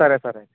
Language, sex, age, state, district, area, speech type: Telugu, male, 18-30, Andhra Pradesh, East Godavari, rural, conversation